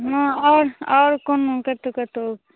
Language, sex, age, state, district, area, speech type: Maithili, female, 18-30, Bihar, Madhubani, rural, conversation